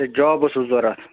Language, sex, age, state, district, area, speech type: Kashmiri, male, 45-60, Jammu and Kashmir, Budgam, rural, conversation